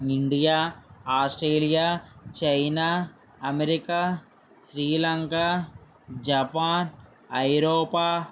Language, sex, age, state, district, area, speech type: Telugu, male, 18-30, Andhra Pradesh, Srikakulam, urban, spontaneous